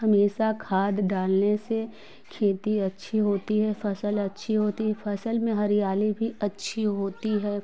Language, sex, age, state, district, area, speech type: Hindi, female, 30-45, Uttar Pradesh, Prayagraj, rural, spontaneous